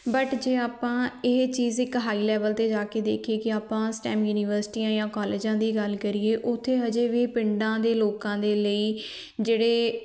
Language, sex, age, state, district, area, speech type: Punjabi, female, 18-30, Punjab, Fatehgarh Sahib, rural, spontaneous